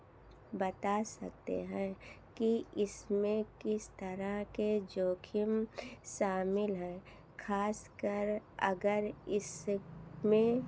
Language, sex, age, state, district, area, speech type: Hindi, female, 60+, Uttar Pradesh, Ayodhya, urban, read